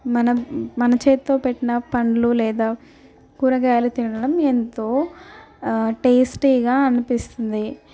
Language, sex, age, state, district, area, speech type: Telugu, female, 18-30, Telangana, Ranga Reddy, rural, spontaneous